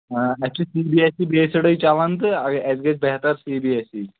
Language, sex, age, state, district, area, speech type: Kashmiri, male, 30-45, Jammu and Kashmir, Shopian, rural, conversation